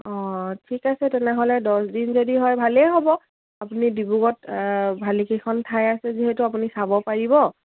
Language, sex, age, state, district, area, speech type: Assamese, female, 18-30, Assam, Dibrugarh, rural, conversation